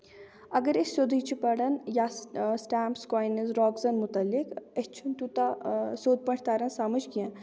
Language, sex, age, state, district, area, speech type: Kashmiri, female, 18-30, Jammu and Kashmir, Shopian, urban, spontaneous